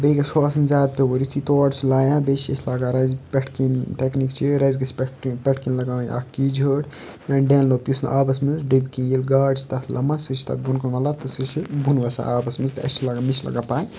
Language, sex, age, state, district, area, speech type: Kashmiri, male, 18-30, Jammu and Kashmir, Kupwara, urban, spontaneous